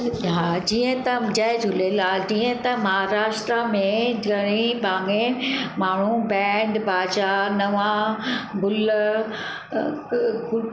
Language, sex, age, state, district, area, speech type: Sindhi, female, 60+, Maharashtra, Mumbai Suburban, urban, spontaneous